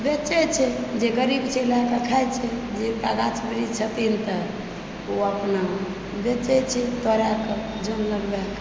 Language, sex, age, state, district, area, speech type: Maithili, female, 45-60, Bihar, Supaul, rural, spontaneous